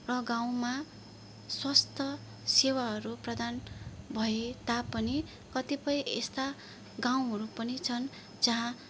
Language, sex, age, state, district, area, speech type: Nepali, female, 30-45, West Bengal, Darjeeling, rural, spontaneous